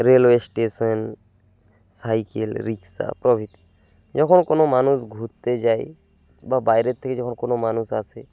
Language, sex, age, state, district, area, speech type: Bengali, male, 18-30, West Bengal, Bankura, rural, spontaneous